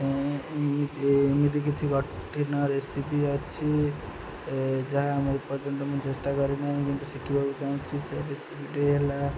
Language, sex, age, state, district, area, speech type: Odia, male, 18-30, Odisha, Jagatsinghpur, rural, spontaneous